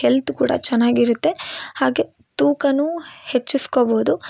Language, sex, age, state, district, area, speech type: Kannada, female, 18-30, Karnataka, Chikkamagaluru, rural, spontaneous